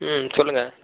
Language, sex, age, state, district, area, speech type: Tamil, male, 18-30, Tamil Nadu, Kallakurichi, rural, conversation